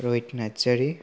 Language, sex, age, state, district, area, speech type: Bodo, male, 18-30, Assam, Kokrajhar, rural, spontaneous